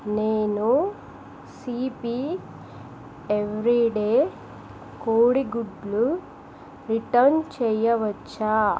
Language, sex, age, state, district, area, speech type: Telugu, female, 30-45, Andhra Pradesh, East Godavari, rural, read